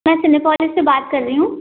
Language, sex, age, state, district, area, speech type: Hindi, female, 18-30, Madhya Pradesh, Gwalior, rural, conversation